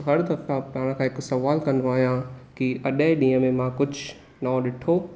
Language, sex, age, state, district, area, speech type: Sindhi, male, 18-30, Maharashtra, Thane, rural, spontaneous